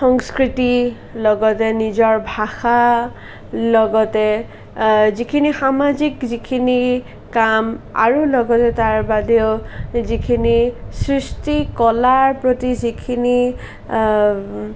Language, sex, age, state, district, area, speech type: Assamese, female, 18-30, Assam, Sonitpur, rural, spontaneous